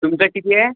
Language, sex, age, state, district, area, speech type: Marathi, male, 18-30, Maharashtra, Akola, rural, conversation